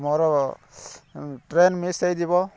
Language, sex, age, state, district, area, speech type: Odia, male, 30-45, Odisha, Rayagada, rural, spontaneous